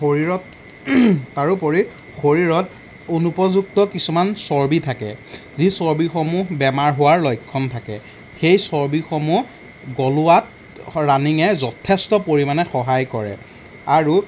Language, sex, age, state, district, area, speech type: Assamese, male, 18-30, Assam, Jorhat, urban, spontaneous